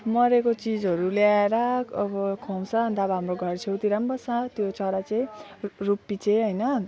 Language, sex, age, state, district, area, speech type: Nepali, female, 30-45, West Bengal, Alipurduar, urban, spontaneous